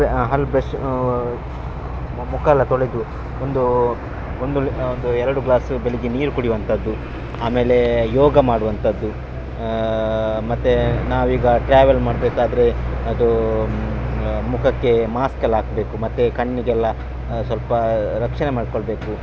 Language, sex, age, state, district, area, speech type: Kannada, male, 30-45, Karnataka, Dakshina Kannada, rural, spontaneous